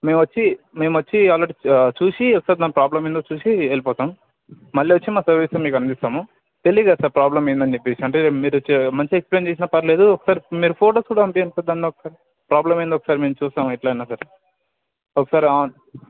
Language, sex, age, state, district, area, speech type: Telugu, male, 18-30, Telangana, Ranga Reddy, urban, conversation